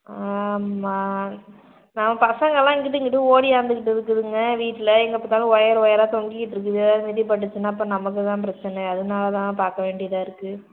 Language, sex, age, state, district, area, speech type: Tamil, female, 18-30, Tamil Nadu, Pudukkottai, rural, conversation